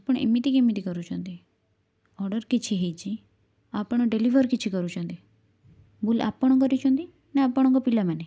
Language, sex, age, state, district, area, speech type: Odia, female, 18-30, Odisha, Kendujhar, urban, spontaneous